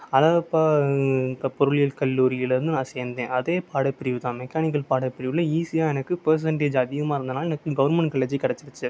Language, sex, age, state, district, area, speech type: Tamil, male, 18-30, Tamil Nadu, Sivaganga, rural, spontaneous